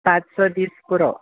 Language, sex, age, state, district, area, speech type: Goan Konkani, male, 18-30, Goa, Quepem, rural, conversation